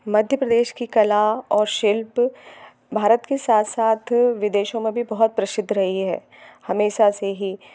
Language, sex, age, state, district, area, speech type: Hindi, female, 30-45, Madhya Pradesh, Hoshangabad, urban, spontaneous